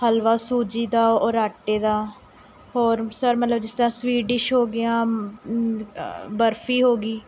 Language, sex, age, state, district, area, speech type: Punjabi, female, 18-30, Punjab, Mohali, rural, spontaneous